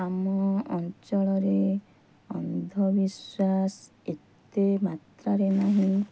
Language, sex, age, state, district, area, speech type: Odia, female, 30-45, Odisha, Kendrapara, urban, spontaneous